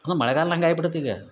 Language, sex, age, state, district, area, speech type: Kannada, male, 45-60, Karnataka, Dharwad, rural, spontaneous